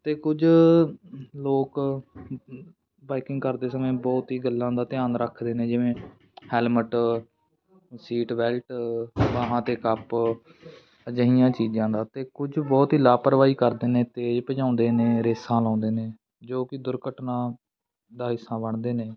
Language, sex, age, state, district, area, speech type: Punjabi, male, 18-30, Punjab, Fatehgarh Sahib, rural, spontaneous